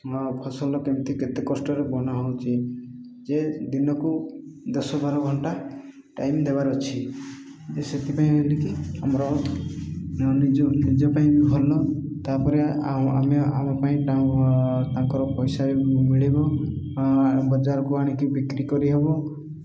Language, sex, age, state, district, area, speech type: Odia, male, 30-45, Odisha, Koraput, urban, spontaneous